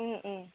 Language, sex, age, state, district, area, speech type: Assamese, female, 30-45, Assam, Darrang, rural, conversation